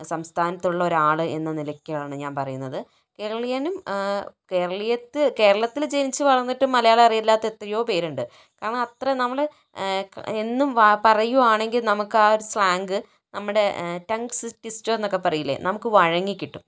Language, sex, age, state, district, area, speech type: Malayalam, female, 60+, Kerala, Kozhikode, urban, spontaneous